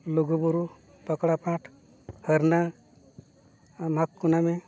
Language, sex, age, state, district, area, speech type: Santali, male, 45-60, Odisha, Mayurbhanj, rural, spontaneous